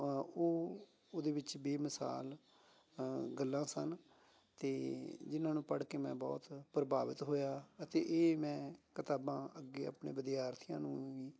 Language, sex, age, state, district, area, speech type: Punjabi, male, 30-45, Punjab, Amritsar, urban, spontaneous